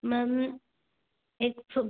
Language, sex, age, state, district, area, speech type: Hindi, female, 18-30, Madhya Pradesh, Betul, urban, conversation